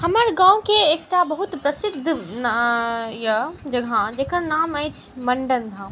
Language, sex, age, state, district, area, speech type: Maithili, female, 18-30, Bihar, Saharsa, rural, spontaneous